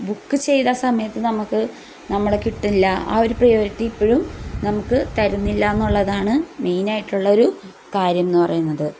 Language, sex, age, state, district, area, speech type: Malayalam, female, 30-45, Kerala, Kozhikode, rural, spontaneous